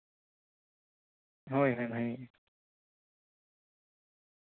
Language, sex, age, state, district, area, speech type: Santali, male, 18-30, West Bengal, Bankura, rural, conversation